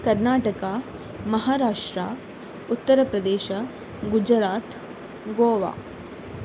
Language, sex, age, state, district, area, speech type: Kannada, female, 18-30, Karnataka, Udupi, rural, spontaneous